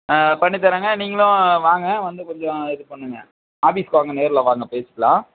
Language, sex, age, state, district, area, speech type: Tamil, male, 30-45, Tamil Nadu, Namakkal, rural, conversation